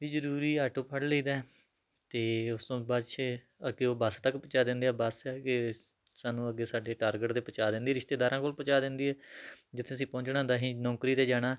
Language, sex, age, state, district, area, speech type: Punjabi, male, 30-45, Punjab, Tarn Taran, rural, spontaneous